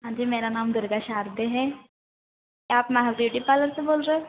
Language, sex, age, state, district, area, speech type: Hindi, female, 30-45, Madhya Pradesh, Harda, urban, conversation